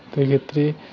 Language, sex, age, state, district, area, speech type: Bengali, male, 18-30, West Bengal, Jalpaiguri, rural, spontaneous